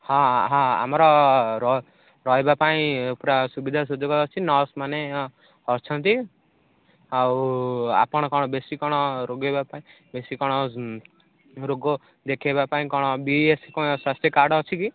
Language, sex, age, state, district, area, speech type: Odia, male, 18-30, Odisha, Ganjam, urban, conversation